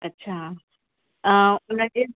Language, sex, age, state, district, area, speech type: Sindhi, female, 18-30, Gujarat, Surat, urban, conversation